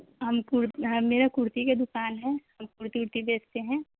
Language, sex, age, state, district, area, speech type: Urdu, female, 18-30, Uttar Pradesh, Mirzapur, rural, conversation